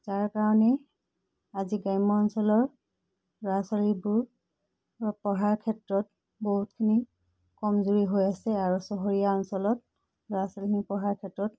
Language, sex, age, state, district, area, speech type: Assamese, female, 45-60, Assam, Biswanath, rural, spontaneous